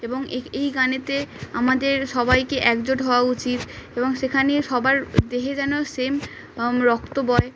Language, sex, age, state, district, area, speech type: Bengali, female, 18-30, West Bengal, Howrah, urban, spontaneous